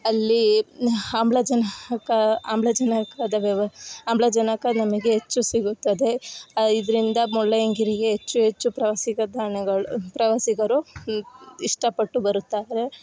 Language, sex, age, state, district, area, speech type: Kannada, female, 18-30, Karnataka, Chikkamagaluru, rural, spontaneous